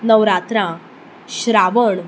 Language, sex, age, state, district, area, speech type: Goan Konkani, female, 18-30, Goa, Canacona, rural, spontaneous